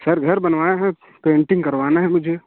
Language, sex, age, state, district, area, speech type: Hindi, male, 18-30, Uttar Pradesh, Jaunpur, urban, conversation